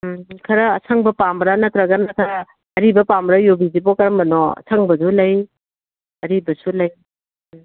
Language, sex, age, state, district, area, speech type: Manipuri, female, 60+, Manipur, Kangpokpi, urban, conversation